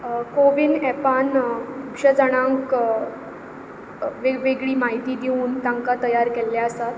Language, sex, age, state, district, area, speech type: Goan Konkani, female, 18-30, Goa, Ponda, rural, spontaneous